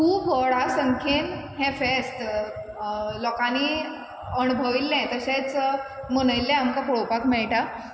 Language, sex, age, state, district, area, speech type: Goan Konkani, female, 18-30, Goa, Quepem, rural, spontaneous